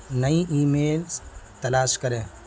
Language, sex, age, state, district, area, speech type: Urdu, male, 30-45, Bihar, Saharsa, rural, read